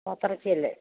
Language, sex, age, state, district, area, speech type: Malayalam, female, 45-60, Kerala, Pathanamthitta, rural, conversation